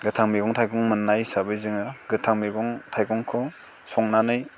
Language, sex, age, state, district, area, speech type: Bodo, male, 18-30, Assam, Baksa, rural, spontaneous